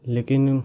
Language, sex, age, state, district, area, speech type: Hindi, male, 18-30, Madhya Pradesh, Gwalior, rural, spontaneous